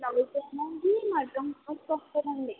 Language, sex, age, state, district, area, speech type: Telugu, female, 18-30, Andhra Pradesh, West Godavari, rural, conversation